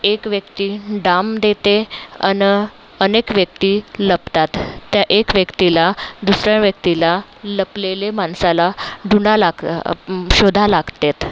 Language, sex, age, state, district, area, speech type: Marathi, female, 30-45, Maharashtra, Nagpur, urban, spontaneous